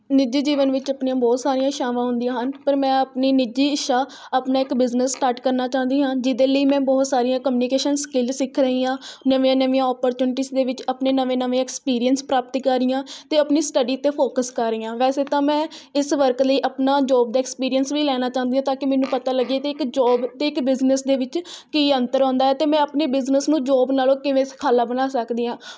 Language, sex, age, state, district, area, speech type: Punjabi, female, 18-30, Punjab, Rupnagar, rural, spontaneous